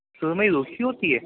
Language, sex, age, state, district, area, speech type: Urdu, male, 30-45, Delhi, Central Delhi, urban, conversation